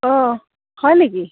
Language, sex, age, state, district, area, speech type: Assamese, female, 45-60, Assam, Sivasagar, rural, conversation